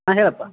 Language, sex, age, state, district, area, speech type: Kannada, male, 45-60, Karnataka, Belgaum, rural, conversation